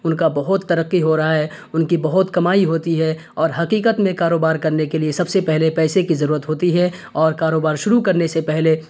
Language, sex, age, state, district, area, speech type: Urdu, male, 30-45, Bihar, Darbhanga, rural, spontaneous